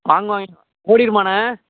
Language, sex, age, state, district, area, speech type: Tamil, male, 18-30, Tamil Nadu, Perambalur, urban, conversation